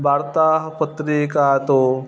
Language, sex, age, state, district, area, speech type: Sanskrit, male, 30-45, West Bengal, Dakshin Dinajpur, urban, spontaneous